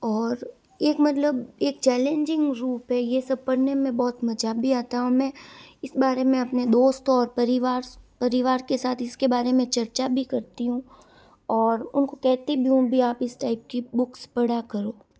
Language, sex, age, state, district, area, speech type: Hindi, female, 18-30, Rajasthan, Jodhpur, urban, spontaneous